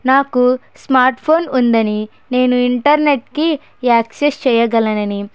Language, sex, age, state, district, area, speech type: Telugu, female, 30-45, Andhra Pradesh, Konaseema, rural, spontaneous